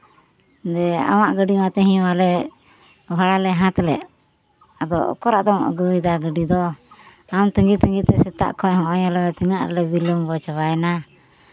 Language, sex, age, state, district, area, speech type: Santali, female, 45-60, West Bengal, Uttar Dinajpur, rural, spontaneous